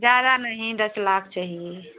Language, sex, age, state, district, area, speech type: Hindi, female, 45-60, Uttar Pradesh, Prayagraj, rural, conversation